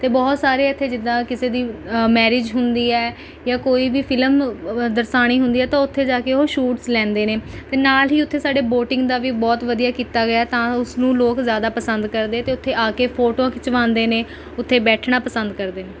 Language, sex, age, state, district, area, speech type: Punjabi, female, 18-30, Punjab, Rupnagar, rural, spontaneous